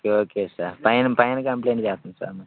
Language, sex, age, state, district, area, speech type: Telugu, male, 18-30, Telangana, Khammam, rural, conversation